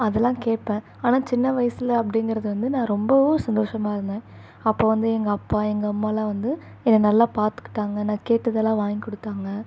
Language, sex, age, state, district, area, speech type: Tamil, female, 18-30, Tamil Nadu, Chennai, urban, spontaneous